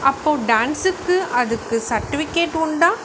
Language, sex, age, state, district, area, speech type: Tamil, female, 30-45, Tamil Nadu, Chennai, urban, read